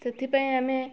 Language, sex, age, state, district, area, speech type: Odia, female, 18-30, Odisha, Mayurbhanj, rural, spontaneous